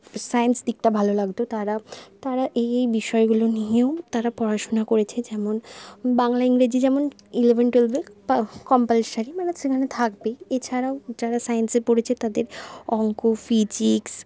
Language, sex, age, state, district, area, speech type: Bengali, female, 18-30, West Bengal, Bankura, urban, spontaneous